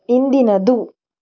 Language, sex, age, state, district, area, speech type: Kannada, female, 18-30, Karnataka, Tumkur, rural, read